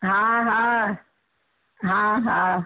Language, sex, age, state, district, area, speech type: Sindhi, female, 60+, Gujarat, Surat, urban, conversation